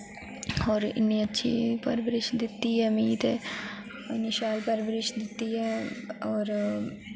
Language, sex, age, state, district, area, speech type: Dogri, female, 18-30, Jammu and Kashmir, Jammu, rural, spontaneous